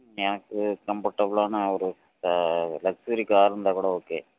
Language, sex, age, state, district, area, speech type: Tamil, male, 45-60, Tamil Nadu, Tenkasi, urban, conversation